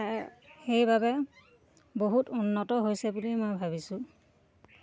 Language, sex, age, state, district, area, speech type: Assamese, female, 30-45, Assam, Lakhimpur, rural, spontaneous